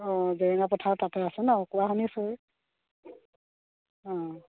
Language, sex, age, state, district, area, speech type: Assamese, female, 45-60, Assam, Sivasagar, rural, conversation